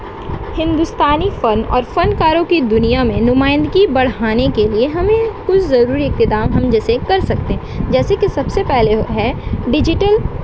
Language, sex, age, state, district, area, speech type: Urdu, female, 18-30, West Bengal, Kolkata, urban, spontaneous